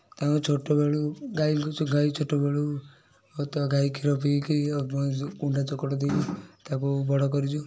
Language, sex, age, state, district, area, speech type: Odia, male, 30-45, Odisha, Kendujhar, urban, spontaneous